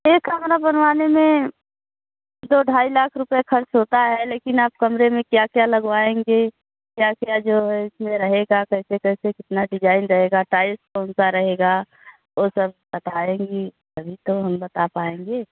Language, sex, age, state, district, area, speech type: Hindi, female, 60+, Uttar Pradesh, Bhadohi, urban, conversation